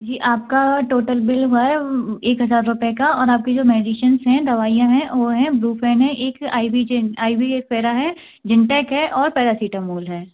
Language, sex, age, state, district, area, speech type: Hindi, female, 18-30, Madhya Pradesh, Gwalior, rural, conversation